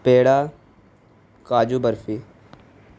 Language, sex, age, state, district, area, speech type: Urdu, male, 18-30, Bihar, Gaya, urban, spontaneous